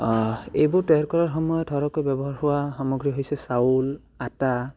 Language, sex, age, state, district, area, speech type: Assamese, male, 18-30, Assam, Barpeta, rural, spontaneous